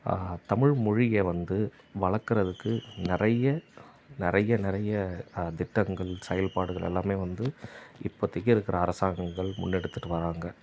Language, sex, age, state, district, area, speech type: Tamil, male, 30-45, Tamil Nadu, Tiruvannamalai, rural, spontaneous